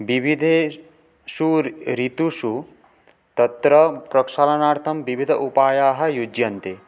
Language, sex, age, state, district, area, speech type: Sanskrit, male, 18-30, West Bengal, Paschim Medinipur, urban, spontaneous